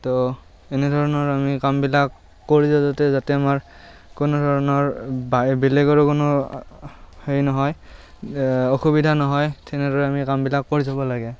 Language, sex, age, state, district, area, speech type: Assamese, male, 18-30, Assam, Barpeta, rural, spontaneous